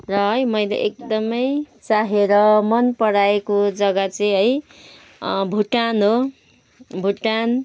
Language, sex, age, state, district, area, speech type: Nepali, female, 30-45, West Bengal, Kalimpong, rural, spontaneous